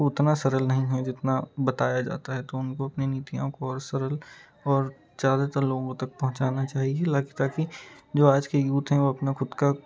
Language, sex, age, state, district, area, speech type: Hindi, male, 30-45, Madhya Pradesh, Balaghat, rural, spontaneous